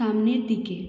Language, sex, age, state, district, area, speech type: Bengali, female, 18-30, West Bengal, Purulia, urban, read